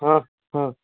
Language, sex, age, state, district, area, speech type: Odia, male, 18-30, Odisha, Nayagarh, rural, conversation